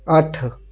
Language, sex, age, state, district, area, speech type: Punjabi, female, 30-45, Punjab, Shaheed Bhagat Singh Nagar, rural, read